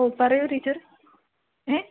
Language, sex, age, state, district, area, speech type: Malayalam, female, 18-30, Kerala, Thrissur, rural, conversation